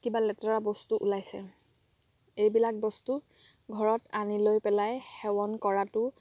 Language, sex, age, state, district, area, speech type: Assamese, female, 30-45, Assam, Golaghat, urban, spontaneous